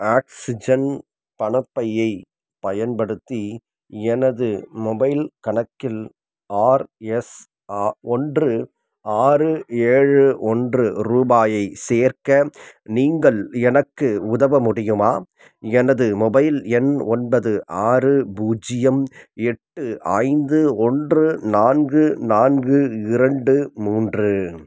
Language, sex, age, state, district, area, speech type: Tamil, male, 30-45, Tamil Nadu, Salem, rural, read